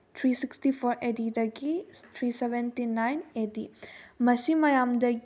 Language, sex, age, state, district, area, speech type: Manipuri, female, 18-30, Manipur, Bishnupur, rural, spontaneous